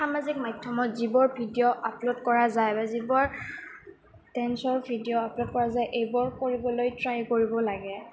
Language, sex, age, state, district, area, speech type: Assamese, female, 18-30, Assam, Goalpara, urban, spontaneous